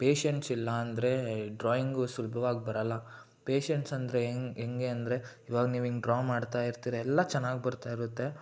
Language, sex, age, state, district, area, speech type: Kannada, male, 18-30, Karnataka, Mysore, urban, spontaneous